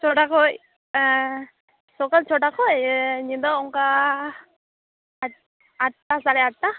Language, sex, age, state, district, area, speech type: Santali, female, 18-30, West Bengal, Malda, rural, conversation